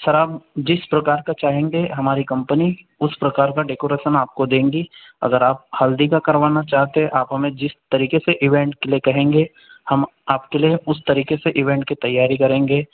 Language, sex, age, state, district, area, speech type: Hindi, male, 45-60, Madhya Pradesh, Balaghat, rural, conversation